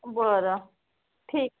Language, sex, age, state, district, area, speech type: Marathi, female, 30-45, Maharashtra, Wardha, rural, conversation